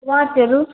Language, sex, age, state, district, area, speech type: Nepali, male, 18-30, West Bengal, Alipurduar, urban, conversation